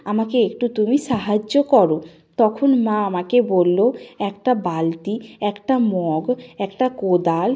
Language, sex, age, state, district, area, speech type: Bengali, female, 45-60, West Bengal, Nadia, rural, spontaneous